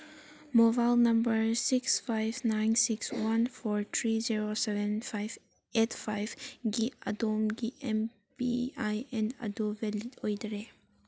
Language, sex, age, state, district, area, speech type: Manipuri, female, 18-30, Manipur, Kangpokpi, urban, read